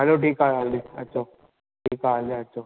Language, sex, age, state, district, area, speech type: Sindhi, male, 18-30, Maharashtra, Thane, urban, conversation